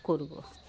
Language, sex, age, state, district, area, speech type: Bengali, female, 45-60, West Bengal, Darjeeling, urban, spontaneous